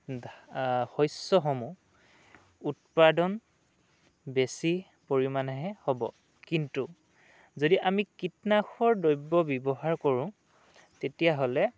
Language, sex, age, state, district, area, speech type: Assamese, male, 18-30, Assam, Dhemaji, rural, spontaneous